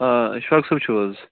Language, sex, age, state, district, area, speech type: Kashmiri, male, 18-30, Jammu and Kashmir, Bandipora, rural, conversation